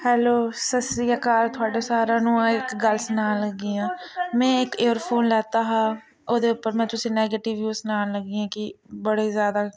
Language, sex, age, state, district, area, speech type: Dogri, female, 18-30, Jammu and Kashmir, Reasi, rural, spontaneous